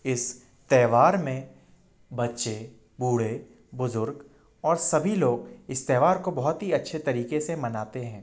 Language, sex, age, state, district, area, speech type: Hindi, male, 18-30, Madhya Pradesh, Indore, urban, spontaneous